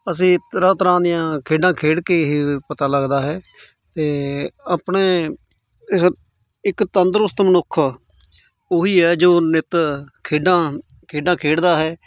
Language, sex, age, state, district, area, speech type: Punjabi, male, 45-60, Punjab, Mansa, rural, spontaneous